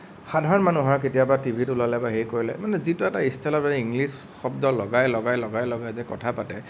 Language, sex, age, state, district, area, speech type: Assamese, male, 18-30, Assam, Nagaon, rural, spontaneous